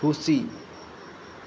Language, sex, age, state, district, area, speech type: Santali, male, 18-30, West Bengal, Bankura, rural, read